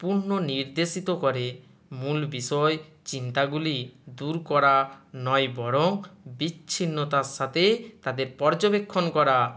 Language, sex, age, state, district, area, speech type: Bengali, male, 45-60, West Bengal, Nadia, rural, spontaneous